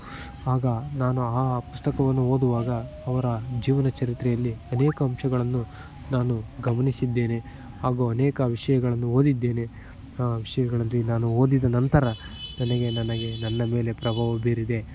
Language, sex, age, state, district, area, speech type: Kannada, male, 18-30, Karnataka, Chitradurga, rural, spontaneous